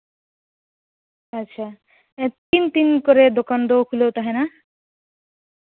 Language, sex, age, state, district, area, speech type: Santali, female, 18-30, Jharkhand, Seraikela Kharsawan, rural, conversation